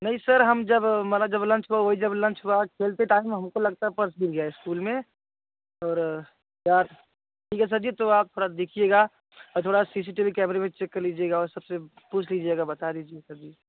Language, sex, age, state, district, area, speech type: Hindi, male, 30-45, Uttar Pradesh, Jaunpur, urban, conversation